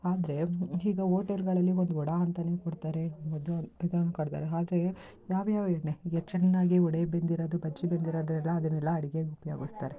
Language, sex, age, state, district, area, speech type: Kannada, female, 30-45, Karnataka, Mysore, rural, spontaneous